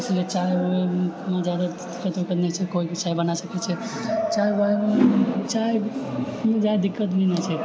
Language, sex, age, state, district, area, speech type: Maithili, male, 60+, Bihar, Purnia, rural, spontaneous